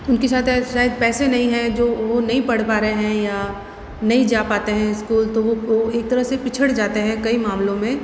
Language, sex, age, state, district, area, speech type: Hindi, female, 18-30, Rajasthan, Jodhpur, urban, spontaneous